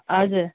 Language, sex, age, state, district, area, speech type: Nepali, female, 30-45, West Bengal, Kalimpong, rural, conversation